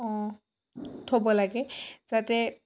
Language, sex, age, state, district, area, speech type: Assamese, female, 18-30, Assam, Dhemaji, rural, spontaneous